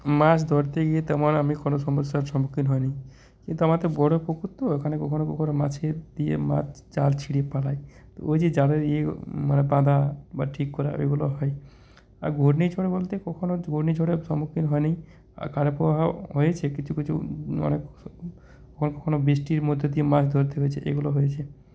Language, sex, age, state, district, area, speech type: Bengali, male, 45-60, West Bengal, Purulia, rural, spontaneous